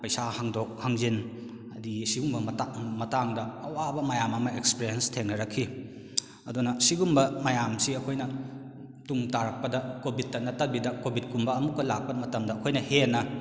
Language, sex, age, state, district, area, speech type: Manipuri, male, 30-45, Manipur, Kakching, rural, spontaneous